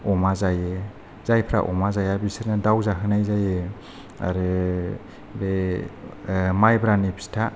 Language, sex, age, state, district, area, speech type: Bodo, male, 30-45, Assam, Kokrajhar, rural, spontaneous